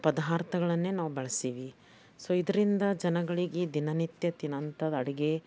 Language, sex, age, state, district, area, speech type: Kannada, female, 60+, Karnataka, Bidar, urban, spontaneous